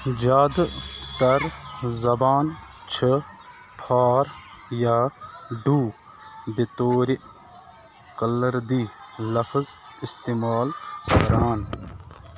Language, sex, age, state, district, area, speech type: Kashmiri, male, 30-45, Jammu and Kashmir, Bandipora, rural, read